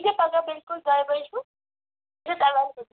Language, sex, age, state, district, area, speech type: Kashmiri, female, 45-60, Jammu and Kashmir, Kupwara, rural, conversation